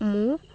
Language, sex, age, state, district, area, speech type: Assamese, female, 18-30, Assam, Golaghat, urban, spontaneous